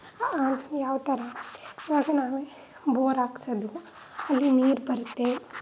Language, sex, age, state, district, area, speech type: Kannada, female, 18-30, Karnataka, Chamarajanagar, rural, spontaneous